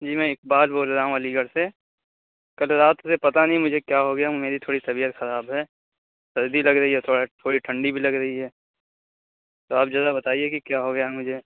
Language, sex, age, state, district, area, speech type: Urdu, male, 45-60, Uttar Pradesh, Aligarh, rural, conversation